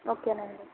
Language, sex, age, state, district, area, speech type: Telugu, female, 30-45, Andhra Pradesh, N T Rama Rao, rural, conversation